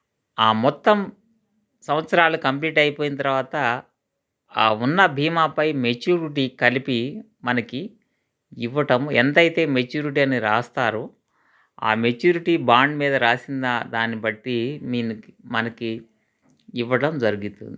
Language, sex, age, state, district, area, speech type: Telugu, male, 30-45, Andhra Pradesh, Krishna, urban, spontaneous